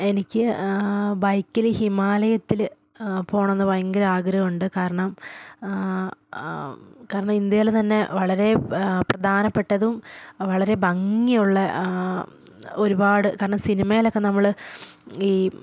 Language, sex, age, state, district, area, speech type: Malayalam, female, 18-30, Kerala, Wayanad, rural, spontaneous